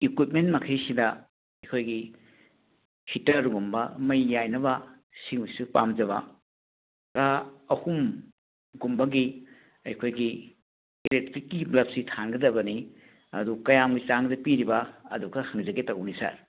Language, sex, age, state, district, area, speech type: Manipuri, male, 60+, Manipur, Churachandpur, urban, conversation